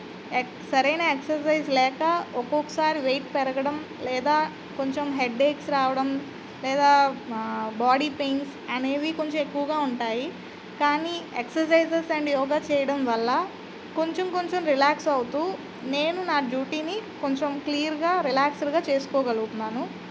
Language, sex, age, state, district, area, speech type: Telugu, female, 45-60, Andhra Pradesh, Eluru, urban, spontaneous